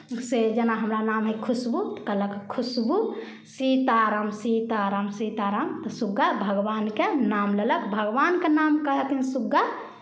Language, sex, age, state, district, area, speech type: Maithili, female, 18-30, Bihar, Samastipur, rural, spontaneous